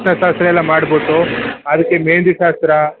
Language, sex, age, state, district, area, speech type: Kannada, male, 30-45, Karnataka, Mysore, rural, conversation